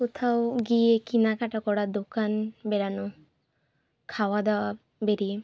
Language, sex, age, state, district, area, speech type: Bengali, female, 30-45, West Bengal, Bankura, urban, spontaneous